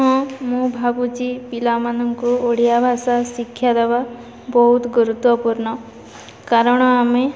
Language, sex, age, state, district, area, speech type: Odia, female, 18-30, Odisha, Subarnapur, urban, spontaneous